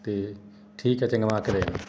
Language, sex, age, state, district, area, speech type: Punjabi, male, 30-45, Punjab, Bathinda, rural, spontaneous